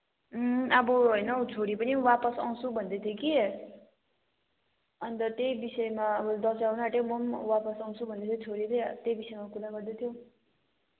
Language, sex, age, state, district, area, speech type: Nepali, female, 18-30, West Bengal, Kalimpong, rural, conversation